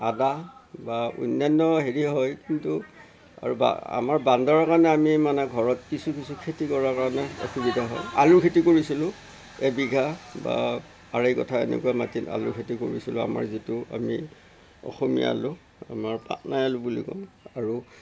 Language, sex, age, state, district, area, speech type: Assamese, male, 60+, Assam, Darrang, rural, spontaneous